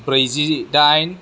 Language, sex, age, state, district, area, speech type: Bodo, male, 30-45, Assam, Chirang, rural, spontaneous